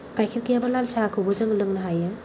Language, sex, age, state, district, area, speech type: Bodo, female, 30-45, Assam, Kokrajhar, rural, spontaneous